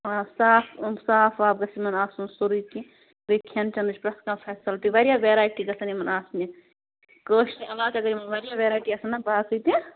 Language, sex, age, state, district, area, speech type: Kashmiri, female, 30-45, Jammu and Kashmir, Bandipora, rural, conversation